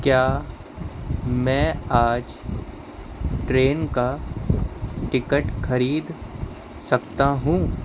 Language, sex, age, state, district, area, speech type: Urdu, male, 30-45, Delhi, Central Delhi, urban, read